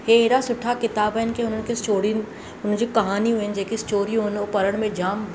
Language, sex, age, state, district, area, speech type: Sindhi, female, 30-45, Maharashtra, Mumbai Suburban, urban, spontaneous